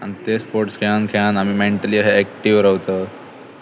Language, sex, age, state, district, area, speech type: Goan Konkani, male, 18-30, Goa, Pernem, rural, spontaneous